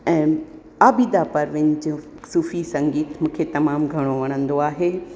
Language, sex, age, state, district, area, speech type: Sindhi, female, 60+, Rajasthan, Ajmer, urban, spontaneous